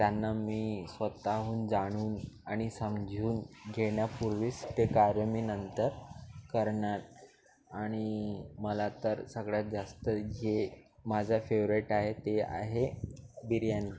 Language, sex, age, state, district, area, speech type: Marathi, male, 18-30, Maharashtra, Nagpur, urban, spontaneous